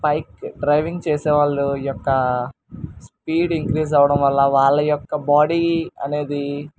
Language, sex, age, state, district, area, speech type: Telugu, male, 18-30, Andhra Pradesh, Eluru, urban, spontaneous